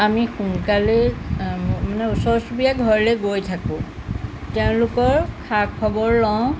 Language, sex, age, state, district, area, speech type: Assamese, female, 60+, Assam, Jorhat, urban, spontaneous